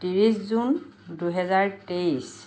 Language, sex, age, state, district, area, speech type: Assamese, female, 60+, Assam, Lakhimpur, rural, spontaneous